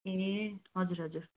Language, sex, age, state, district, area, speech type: Nepali, female, 45-60, West Bengal, Darjeeling, rural, conversation